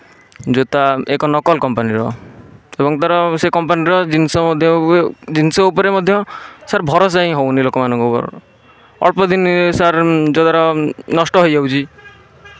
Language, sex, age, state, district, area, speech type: Odia, male, 18-30, Odisha, Kendrapara, urban, spontaneous